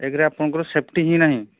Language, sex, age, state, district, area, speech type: Odia, male, 45-60, Odisha, Angul, rural, conversation